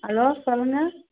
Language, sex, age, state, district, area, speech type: Tamil, female, 30-45, Tamil Nadu, Tirupattur, rural, conversation